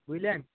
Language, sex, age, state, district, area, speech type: Bengali, male, 30-45, West Bengal, Nadia, rural, conversation